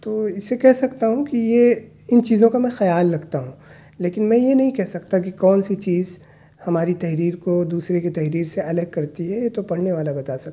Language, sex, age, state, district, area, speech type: Urdu, male, 30-45, Delhi, South Delhi, urban, spontaneous